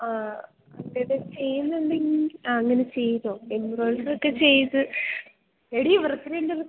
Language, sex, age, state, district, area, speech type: Malayalam, female, 18-30, Kerala, Idukki, rural, conversation